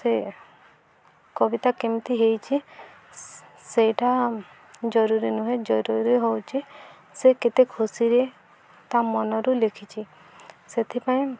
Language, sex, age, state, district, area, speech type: Odia, female, 18-30, Odisha, Subarnapur, rural, spontaneous